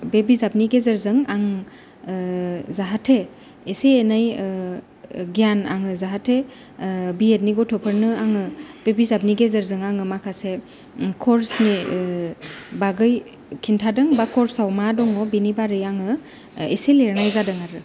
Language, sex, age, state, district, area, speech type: Bodo, female, 30-45, Assam, Kokrajhar, rural, spontaneous